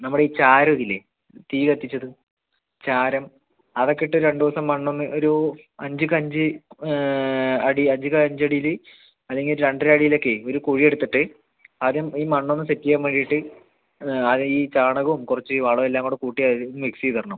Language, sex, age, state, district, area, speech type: Malayalam, male, 60+, Kerala, Palakkad, rural, conversation